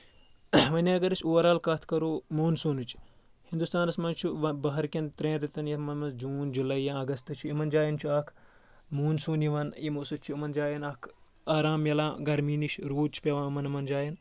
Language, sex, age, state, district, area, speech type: Kashmiri, male, 18-30, Jammu and Kashmir, Kulgam, rural, spontaneous